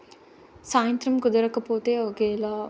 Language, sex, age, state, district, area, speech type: Telugu, female, 30-45, Andhra Pradesh, Chittoor, rural, spontaneous